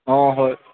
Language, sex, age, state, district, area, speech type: Assamese, male, 30-45, Assam, Golaghat, urban, conversation